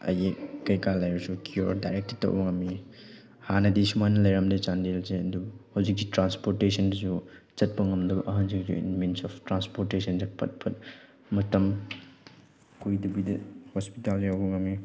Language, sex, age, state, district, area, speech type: Manipuri, male, 18-30, Manipur, Chandel, rural, spontaneous